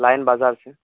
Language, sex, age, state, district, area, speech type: Urdu, male, 18-30, Bihar, Purnia, rural, conversation